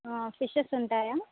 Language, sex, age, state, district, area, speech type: Telugu, female, 30-45, Telangana, Hanamkonda, urban, conversation